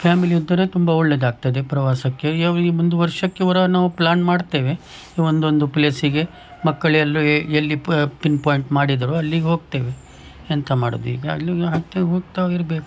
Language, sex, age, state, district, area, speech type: Kannada, male, 60+, Karnataka, Udupi, rural, spontaneous